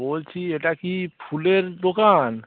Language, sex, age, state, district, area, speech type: Bengali, male, 45-60, West Bengal, Dakshin Dinajpur, rural, conversation